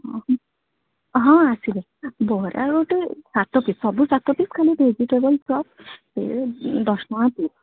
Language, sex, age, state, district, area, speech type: Odia, female, 45-60, Odisha, Sundergarh, rural, conversation